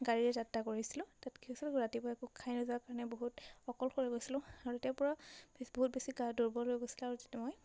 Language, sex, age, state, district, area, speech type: Assamese, female, 18-30, Assam, Majuli, urban, spontaneous